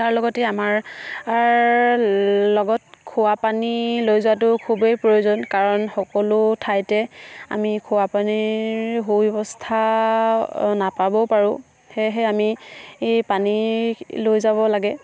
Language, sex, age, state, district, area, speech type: Assamese, female, 18-30, Assam, Charaideo, rural, spontaneous